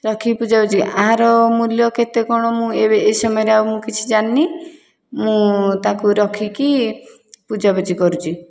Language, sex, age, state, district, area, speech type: Odia, female, 30-45, Odisha, Puri, urban, spontaneous